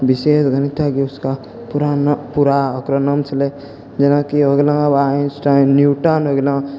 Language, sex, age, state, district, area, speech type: Maithili, male, 45-60, Bihar, Purnia, rural, spontaneous